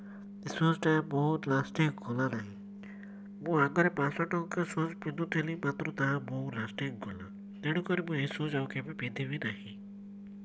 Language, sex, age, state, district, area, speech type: Odia, male, 18-30, Odisha, Cuttack, urban, spontaneous